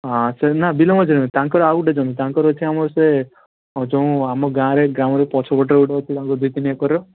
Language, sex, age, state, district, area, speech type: Odia, male, 18-30, Odisha, Balasore, rural, conversation